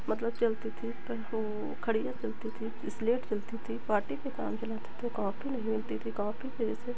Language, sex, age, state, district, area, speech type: Hindi, female, 45-60, Uttar Pradesh, Hardoi, rural, spontaneous